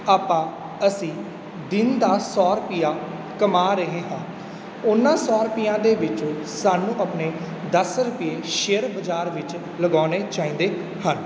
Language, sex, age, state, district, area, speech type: Punjabi, male, 18-30, Punjab, Mansa, rural, spontaneous